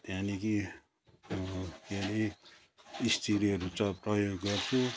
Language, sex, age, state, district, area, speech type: Nepali, male, 60+, West Bengal, Kalimpong, rural, spontaneous